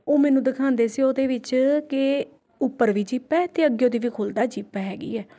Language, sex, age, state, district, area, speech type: Punjabi, female, 30-45, Punjab, Rupnagar, urban, spontaneous